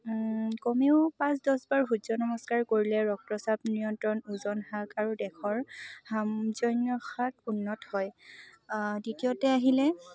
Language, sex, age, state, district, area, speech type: Assamese, female, 18-30, Assam, Lakhimpur, urban, spontaneous